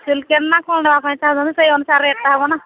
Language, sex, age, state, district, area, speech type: Odia, female, 45-60, Odisha, Angul, rural, conversation